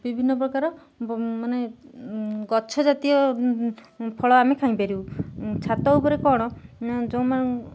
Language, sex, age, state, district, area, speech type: Odia, female, 30-45, Odisha, Jagatsinghpur, urban, spontaneous